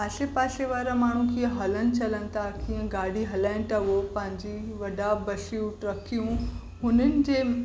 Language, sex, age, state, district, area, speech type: Sindhi, female, 18-30, Maharashtra, Mumbai Suburban, urban, spontaneous